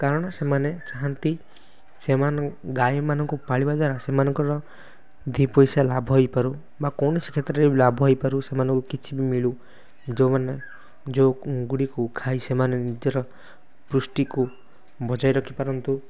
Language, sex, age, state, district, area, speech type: Odia, male, 18-30, Odisha, Kendrapara, urban, spontaneous